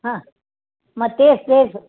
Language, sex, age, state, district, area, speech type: Marathi, female, 60+, Maharashtra, Nanded, rural, conversation